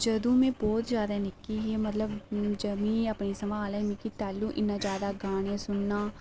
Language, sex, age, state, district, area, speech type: Dogri, female, 18-30, Jammu and Kashmir, Reasi, rural, spontaneous